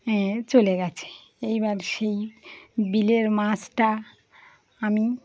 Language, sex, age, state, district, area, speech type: Bengali, female, 30-45, West Bengal, Birbhum, urban, spontaneous